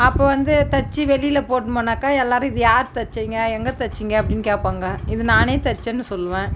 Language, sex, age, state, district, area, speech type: Tamil, female, 60+, Tamil Nadu, Viluppuram, rural, spontaneous